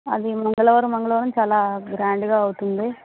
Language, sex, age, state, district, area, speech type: Telugu, female, 18-30, Andhra Pradesh, Vizianagaram, rural, conversation